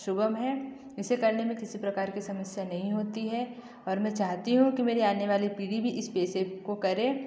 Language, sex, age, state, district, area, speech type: Hindi, female, 18-30, Madhya Pradesh, Betul, rural, spontaneous